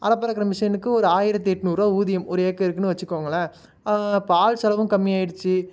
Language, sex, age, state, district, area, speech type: Tamil, male, 18-30, Tamil Nadu, Nagapattinam, rural, spontaneous